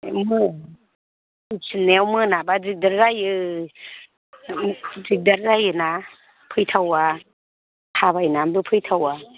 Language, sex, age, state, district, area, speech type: Bodo, female, 60+, Assam, Chirang, rural, conversation